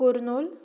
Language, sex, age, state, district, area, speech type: Goan Konkani, female, 18-30, Goa, Tiswadi, rural, spontaneous